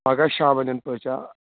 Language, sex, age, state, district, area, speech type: Kashmiri, male, 18-30, Jammu and Kashmir, Anantnag, rural, conversation